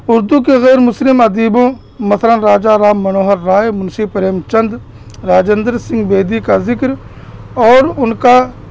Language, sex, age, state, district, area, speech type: Urdu, male, 30-45, Uttar Pradesh, Balrampur, rural, spontaneous